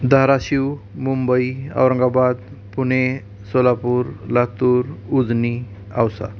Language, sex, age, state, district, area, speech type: Marathi, male, 45-60, Maharashtra, Osmanabad, rural, spontaneous